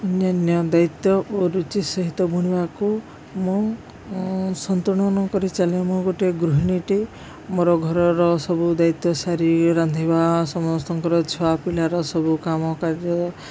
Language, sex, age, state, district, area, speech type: Odia, female, 45-60, Odisha, Subarnapur, urban, spontaneous